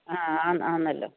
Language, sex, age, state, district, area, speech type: Malayalam, female, 45-60, Kerala, Pathanamthitta, rural, conversation